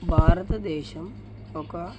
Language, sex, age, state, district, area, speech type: Telugu, male, 18-30, Telangana, Narayanpet, urban, spontaneous